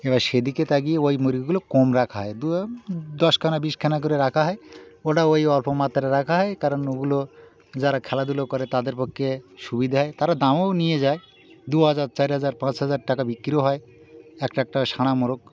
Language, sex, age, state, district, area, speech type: Bengali, male, 60+, West Bengal, Birbhum, urban, spontaneous